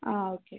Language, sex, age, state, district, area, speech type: Malayalam, female, 18-30, Kerala, Thrissur, rural, conversation